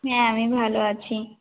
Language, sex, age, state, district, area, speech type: Bengali, female, 18-30, West Bengal, North 24 Parganas, rural, conversation